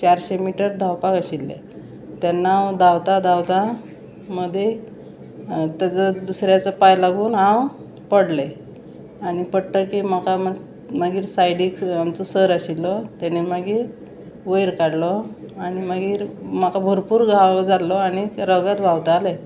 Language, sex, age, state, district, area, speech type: Goan Konkani, female, 45-60, Goa, Salcete, rural, spontaneous